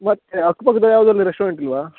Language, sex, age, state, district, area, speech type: Kannada, male, 18-30, Karnataka, Uttara Kannada, rural, conversation